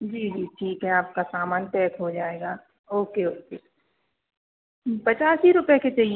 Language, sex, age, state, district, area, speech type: Hindi, female, 30-45, Madhya Pradesh, Hoshangabad, urban, conversation